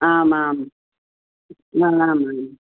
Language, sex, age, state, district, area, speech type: Sanskrit, female, 60+, Karnataka, Hassan, rural, conversation